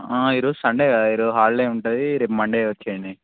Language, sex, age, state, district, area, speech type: Telugu, male, 18-30, Telangana, Sangareddy, urban, conversation